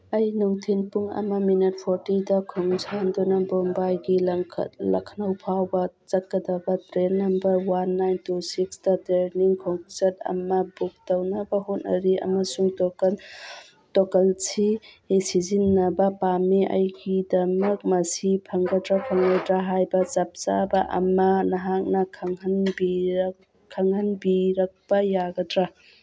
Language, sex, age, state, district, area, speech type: Manipuri, female, 45-60, Manipur, Churachandpur, rural, read